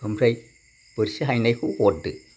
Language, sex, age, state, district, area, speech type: Bodo, male, 60+, Assam, Kokrajhar, urban, spontaneous